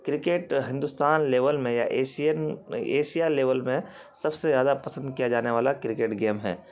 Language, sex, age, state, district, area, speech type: Urdu, male, 30-45, Bihar, Khagaria, rural, spontaneous